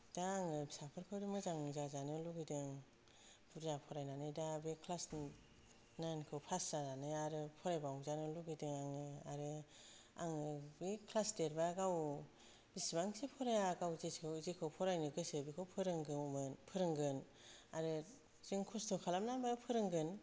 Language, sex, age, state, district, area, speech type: Bodo, female, 45-60, Assam, Kokrajhar, rural, spontaneous